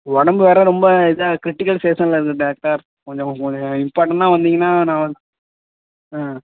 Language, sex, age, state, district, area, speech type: Tamil, male, 18-30, Tamil Nadu, Thanjavur, urban, conversation